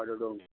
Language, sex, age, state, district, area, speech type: Kashmiri, male, 30-45, Jammu and Kashmir, Budgam, rural, conversation